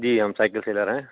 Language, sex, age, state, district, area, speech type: Urdu, male, 45-60, Uttar Pradesh, Rampur, urban, conversation